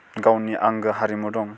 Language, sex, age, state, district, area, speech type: Bodo, male, 18-30, Assam, Baksa, rural, spontaneous